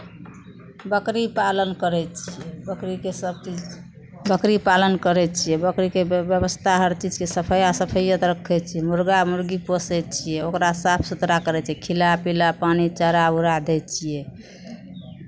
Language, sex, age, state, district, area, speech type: Maithili, female, 45-60, Bihar, Madhepura, rural, spontaneous